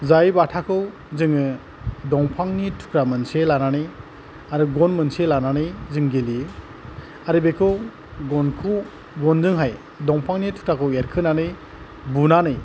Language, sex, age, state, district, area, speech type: Bodo, male, 45-60, Assam, Kokrajhar, rural, spontaneous